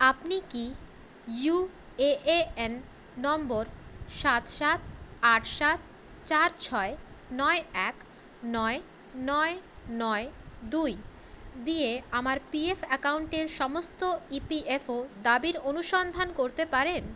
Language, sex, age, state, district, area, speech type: Bengali, female, 30-45, West Bengal, Paschim Bardhaman, urban, read